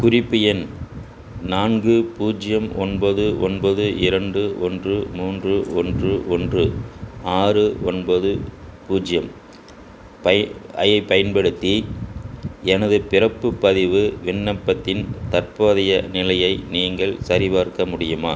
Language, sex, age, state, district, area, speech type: Tamil, male, 60+, Tamil Nadu, Madurai, rural, read